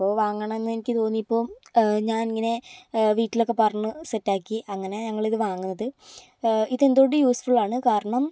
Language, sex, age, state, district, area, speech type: Malayalam, female, 18-30, Kerala, Kozhikode, urban, spontaneous